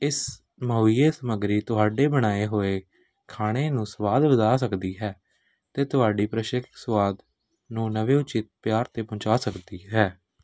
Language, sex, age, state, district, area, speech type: Punjabi, male, 18-30, Punjab, Patiala, urban, spontaneous